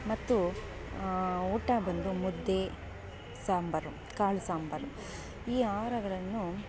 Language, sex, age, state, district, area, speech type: Kannada, female, 30-45, Karnataka, Bangalore Rural, rural, spontaneous